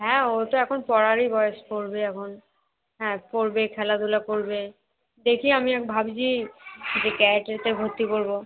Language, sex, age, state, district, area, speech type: Bengali, female, 18-30, West Bengal, Hooghly, urban, conversation